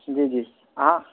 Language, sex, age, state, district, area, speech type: Urdu, male, 18-30, Bihar, Purnia, rural, conversation